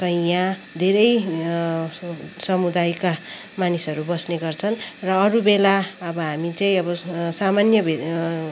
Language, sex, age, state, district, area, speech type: Nepali, female, 30-45, West Bengal, Kalimpong, rural, spontaneous